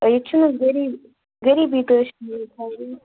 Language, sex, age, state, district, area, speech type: Kashmiri, female, 18-30, Jammu and Kashmir, Bandipora, rural, conversation